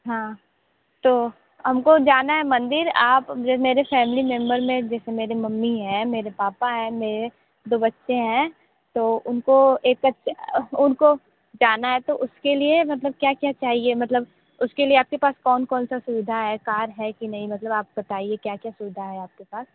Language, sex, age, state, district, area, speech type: Hindi, female, 18-30, Uttar Pradesh, Sonbhadra, rural, conversation